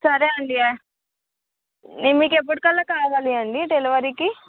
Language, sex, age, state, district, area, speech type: Telugu, female, 18-30, Telangana, Ranga Reddy, rural, conversation